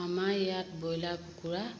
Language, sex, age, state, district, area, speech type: Assamese, female, 45-60, Assam, Sivasagar, rural, spontaneous